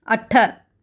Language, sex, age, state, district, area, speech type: Sindhi, female, 45-60, Maharashtra, Mumbai Suburban, urban, read